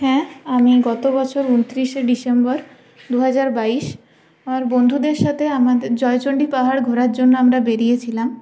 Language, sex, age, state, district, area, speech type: Bengali, female, 18-30, West Bengal, Purulia, urban, spontaneous